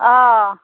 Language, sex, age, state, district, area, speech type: Assamese, female, 60+, Assam, Morigaon, rural, conversation